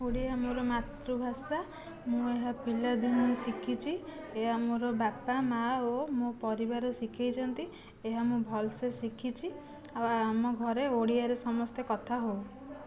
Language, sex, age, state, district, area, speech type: Odia, female, 18-30, Odisha, Jajpur, rural, spontaneous